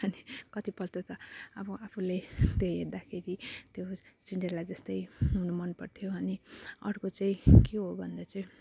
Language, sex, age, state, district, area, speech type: Nepali, female, 30-45, West Bengal, Jalpaiguri, urban, spontaneous